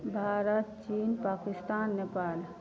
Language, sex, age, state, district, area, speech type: Maithili, female, 45-60, Bihar, Madhepura, rural, spontaneous